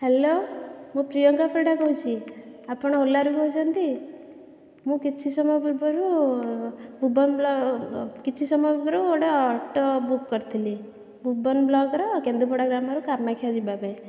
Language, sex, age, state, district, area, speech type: Odia, female, 18-30, Odisha, Dhenkanal, rural, spontaneous